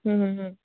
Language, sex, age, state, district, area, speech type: Punjabi, female, 30-45, Punjab, Ludhiana, urban, conversation